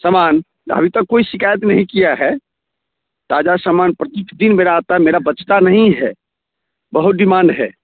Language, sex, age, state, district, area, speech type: Hindi, male, 45-60, Bihar, Muzaffarpur, rural, conversation